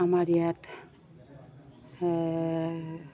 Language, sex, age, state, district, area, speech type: Assamese, female, 45-60, Assam, Goalpara, urban, spontaneous